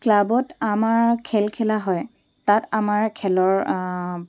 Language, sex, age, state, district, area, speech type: Assamese, female, 18-30, Assam, Dibrugarh, rural, spontaneous